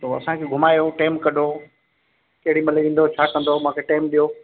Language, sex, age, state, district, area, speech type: Sindhi, male, 45-60, Delhi, South Delhi, urban, conversation